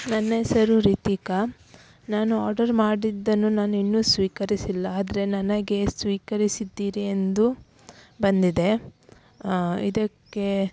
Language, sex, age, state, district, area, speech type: Kannada, female, 30-45, Karnataka, Udupi, rural, spontaneous